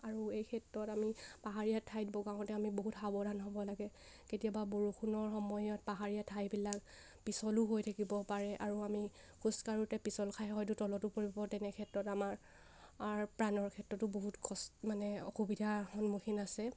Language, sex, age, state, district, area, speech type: Assamese, female, 18-30, Assam, Sivasagar, rural, spontaneous